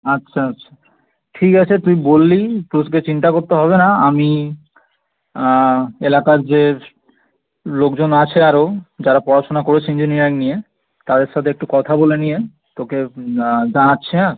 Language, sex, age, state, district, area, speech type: Bengali, male, 18-30, West Bengal, North 24 Parganas, urban, conversation